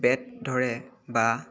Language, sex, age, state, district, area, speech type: Assamese, male, 18-30, Assam, Dibrugarh, urban, spontaneous